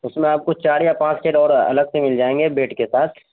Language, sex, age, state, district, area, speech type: Urdu, male, 18-30, Bihar, Araria, rural, conversation